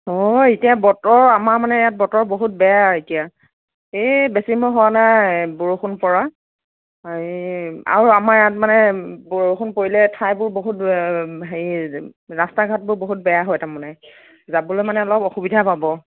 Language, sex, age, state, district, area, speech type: Assamese, female, 30-45, Assam, Nagaon, rural, conversation